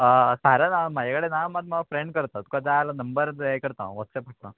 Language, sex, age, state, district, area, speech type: Goan Konkani, male, 18-30, Goa, Murmgao, urban, conversation